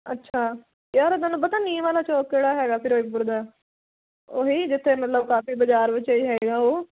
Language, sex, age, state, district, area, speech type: Punjabi, female, 18-30, Punjab, Firozpur, urban, conversation